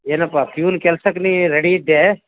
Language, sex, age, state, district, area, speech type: Kannada, male, 60+, Karnataka, Bidar, urban, conversation